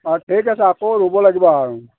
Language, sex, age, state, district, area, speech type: Assamese, male, 60+, Assam, Golaghat, rural, conversation